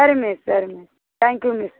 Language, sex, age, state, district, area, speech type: Tamil, female, 45-60, Tamil Nadu, Tiruvannamalai, rural, conversation